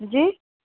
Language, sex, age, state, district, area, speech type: Urdu, female, 30-45, Delhi, New Delhi, urban, conversation